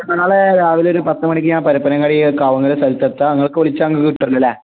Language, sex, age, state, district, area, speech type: Malayalam, male, 18-30, Kerala, Malappuram, rural, conversation